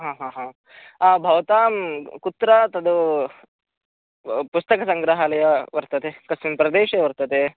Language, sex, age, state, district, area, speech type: Sanskrit, male, 18-30, Karnataka, Chikkamagaluru, rural, conversation